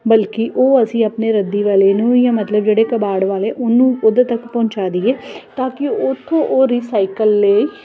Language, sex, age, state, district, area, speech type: Punjabi, female, 30-45, Punjab, Ludhiana, urban, spontaneous